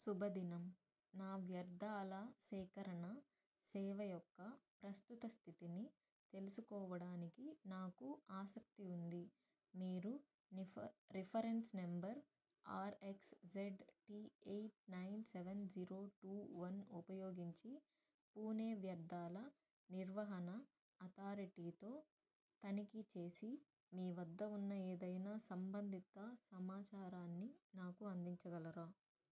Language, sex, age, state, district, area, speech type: Telugu, female, 30-45, Andhra Pradesh, Nellore, urban, read